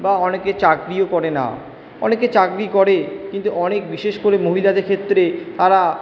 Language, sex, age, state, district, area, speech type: Bengali, male, 60+, West Bengal, Purba Bardhaman, urban, spontaneous